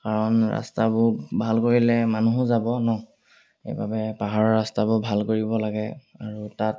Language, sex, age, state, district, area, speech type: Assamese, male, 18-30, Assam, Sivasagar, rural, spontaneous